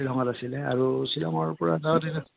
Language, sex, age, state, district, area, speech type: Assamese, male, 60+, Assam, Kamrup Metropolitan, urban, conversation